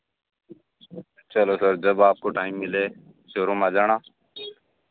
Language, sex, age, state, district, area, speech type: Hindi, male, 18-30, Rajasthan, Nagaur, rural, conversation